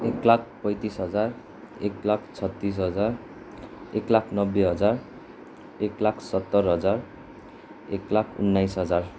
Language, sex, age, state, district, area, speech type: Nepali, male, 18-30, West Bengal, Darjeeling, rural, spontaneous